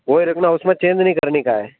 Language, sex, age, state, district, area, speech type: Hindi, male, 30-45, Rajasthan, Nagaur, rural, conversation